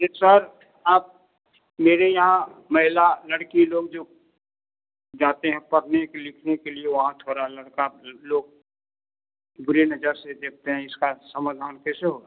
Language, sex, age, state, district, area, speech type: Hindi, male, 60+, Bihar, Madhepura, rural, conversation